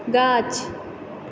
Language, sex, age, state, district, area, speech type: Maithili, female, 18-30, Bihar, Purnia, urban, read